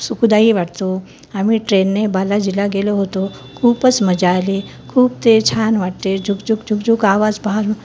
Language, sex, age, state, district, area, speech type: Marathi, female, 60+, Maharashtra, Nanded, rural, spontaneous